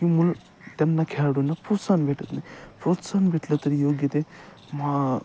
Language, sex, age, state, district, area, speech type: Marathi, male, 18-30, Maharashtra, Ahmednagar, rural, spontaneous